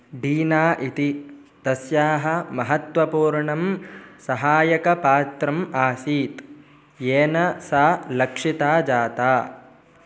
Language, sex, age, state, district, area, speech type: Sanskrit, male, 18-30, Karnataka, Bangalore Rural, rural, read